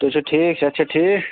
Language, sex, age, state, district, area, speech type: Kashmiri, male, 45-60, Jammu and Kashmir, Budgam, rural, conversation